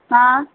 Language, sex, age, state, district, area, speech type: Hindi, female, 45-60, Uttar Pradesh, Ghazipur, rural, conversation